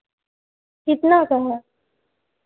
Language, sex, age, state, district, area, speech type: Hindi, female, 18-30, Bihar, Vaishali, rural, conversation